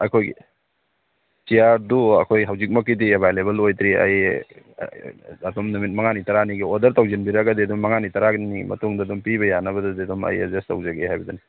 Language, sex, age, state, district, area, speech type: Manipuri, male, 45-60, Manipur, Churachandpur, rural, conversation